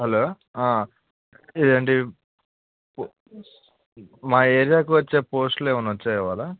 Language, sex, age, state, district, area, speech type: Telugu, male, 18-30, Andhra Pradesh, N T Rama Rao, urban, conversation